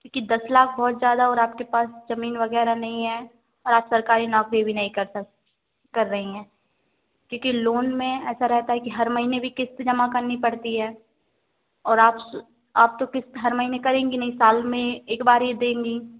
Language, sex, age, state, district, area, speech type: Hindi, female, 18-30, Madhya Pradesh, Narsinghpur, rural, conversation